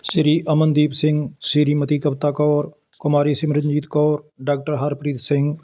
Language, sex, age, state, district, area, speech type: Punjabi, male, 60+, Punjab, Ludhiana, urban, spontaneous